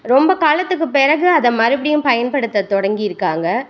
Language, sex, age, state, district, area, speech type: Tamil, female, 45-60, Tamil Nadu, Thanjavur, rural, spontaneous